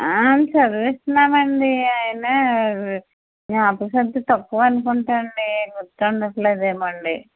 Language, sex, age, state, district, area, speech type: Telugu, female, 45-60, Andhra Pradesh, West Godavari, rural, conversation